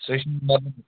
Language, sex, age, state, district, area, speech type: Kashmiri, male, 18-30, Jammu and Kashmir, Kupwara, rural, conversation